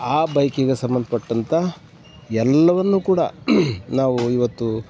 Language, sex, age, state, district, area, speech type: Kannada, male, 45-60, Karnataka, Koppal, rural, spontaneous